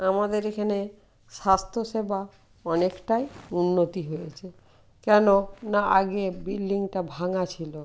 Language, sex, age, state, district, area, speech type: Bengali, female, 60+, West Bengal, Purba Medinipur, rural, spontaneous